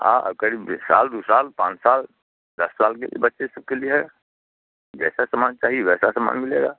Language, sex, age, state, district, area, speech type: Hindi, male, 60+, Bihar, Muzaffarpur, rural, conversation